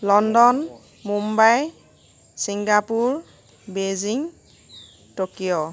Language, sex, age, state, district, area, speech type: Assamese, female, 45-60, Assam, Nagaon, rural, spontaneous